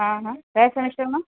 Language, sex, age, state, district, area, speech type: Gujarati, female, 45-60, Gujarat, Valsad, rural, conversation